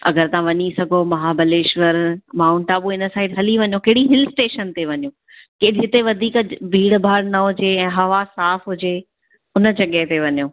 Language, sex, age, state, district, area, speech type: Sindhi, female, 45-60, Gujarat, Surat, urban, conversation